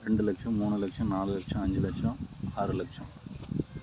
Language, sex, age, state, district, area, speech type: Tamil, male, 30-45, Tamil Nadu, Dharmapuri, rural, spontaneous